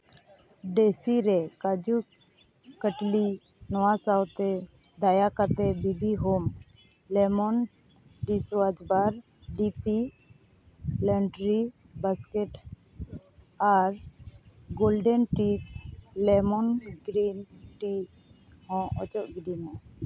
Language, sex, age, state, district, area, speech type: Santali, female, 18-30, West Bengal, Uttar Dinajpur, rural, read